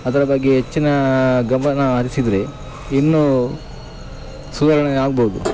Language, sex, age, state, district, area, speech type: Kannada, male, 30-45, Karnataka, Dakshina Kannada, rural, spontaneous